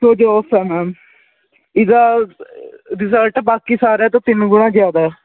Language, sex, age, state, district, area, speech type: Punjabi, male, 18-30, Punjab, Patiala, urban, conversation